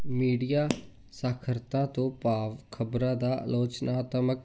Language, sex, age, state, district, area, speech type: Punjabi, male, 18-30, Punjab, Jalandhar, urban, spontaneous